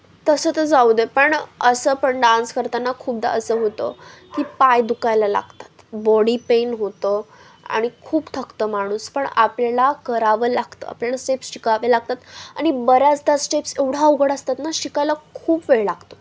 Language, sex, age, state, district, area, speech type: Marathi, female, 18-30, Maharashtra, Nanded, rural, spontaneous